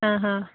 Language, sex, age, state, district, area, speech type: Kannada, female, 18-30, Karnataka, Dakshina Kannada, rural, conversation